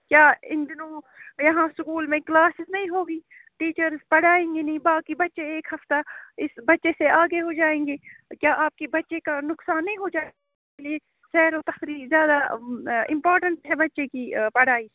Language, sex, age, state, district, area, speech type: Urdu, female, 30-45, Jammu and Kashmir, Srinagar, urban, conversation